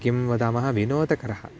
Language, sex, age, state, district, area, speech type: Sanskrit, male, 18-30, Karnataka, Uttara Kannada, rural, spontaneous